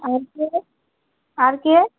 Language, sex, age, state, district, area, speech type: Bengali, female, 45-60, West Bengal, Alipurduar, rural, conversation